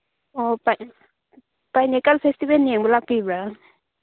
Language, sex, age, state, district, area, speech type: Manipuri, female, 30-45, Manipur, Churachandpur, rural, conversation